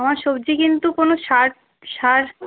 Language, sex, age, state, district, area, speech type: Bengali, female, 18-30, West Bengal, Uttar Dinajpur, urban, conversation